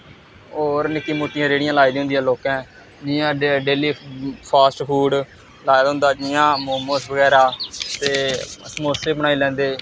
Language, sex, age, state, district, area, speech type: Dogri, male, 18-30, Jammu and Kashmir, Samba, rural, spontaneous